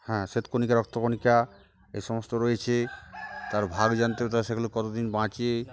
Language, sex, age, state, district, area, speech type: Bengali, male, 45-60, West Bengal, Uttar Dinajpur, urban, spontaneous